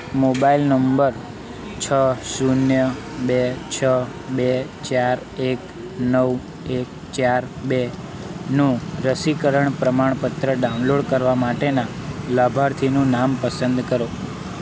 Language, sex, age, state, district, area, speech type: Gujarati, male, 18-30, Gujarat, Anand, urban, read